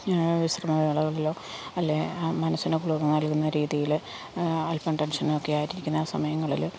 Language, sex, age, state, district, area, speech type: Malayalam, female, 30-45, Kerala, Alappuzha, rural, spontaneous